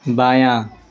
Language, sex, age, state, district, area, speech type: Urdu, male, 18-30, Uttar Pradesh, Ghaziabad, urban, read